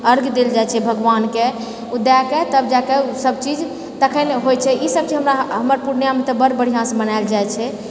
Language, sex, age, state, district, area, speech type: Maithili, female, 45-60, Bihar, Purnia, rural, spontaneous